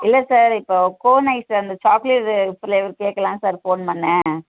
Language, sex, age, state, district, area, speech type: Tamil, male, 30-45, Tamil Nadu, Tenkasi, rural, conversation